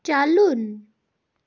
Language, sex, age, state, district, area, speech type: Kashmiri, female, 18-30, Jammu and Kashmir, Baramulla, rural, read